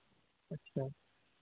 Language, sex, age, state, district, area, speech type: Urdu, male, 18-30, Uttar Pradesh, Rampur, urban, conversation